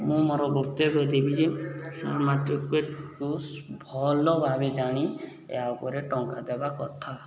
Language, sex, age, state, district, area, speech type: Odia, male, 18-30, Odisha, Subarnapur, urban, spontaneous